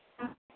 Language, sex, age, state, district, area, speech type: Tamil, female, 45-60, Tamil Nadu, Ranipet, urban, conversation